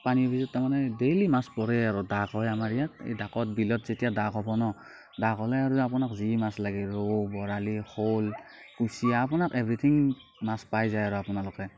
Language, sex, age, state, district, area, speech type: Assamese, male, 45-60, Assam, Morigaon, rural, spontaneous